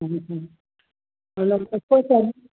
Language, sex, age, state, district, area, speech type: Sindhi, female, 60+, Maharashtra, Thane, urban, conversation